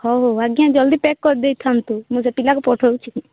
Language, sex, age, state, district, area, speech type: Odia, female, 18-30, Odisha, Rayagada, rural, conversation